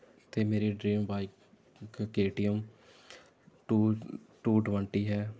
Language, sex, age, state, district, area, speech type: Punjabi, male, 18-30, Punjab, Rupnagar, rural, spontaneous